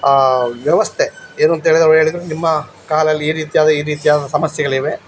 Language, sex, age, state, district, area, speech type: Kannada, male, 45-60, Karnataka, Dakshina Kannada, rural, spontaneous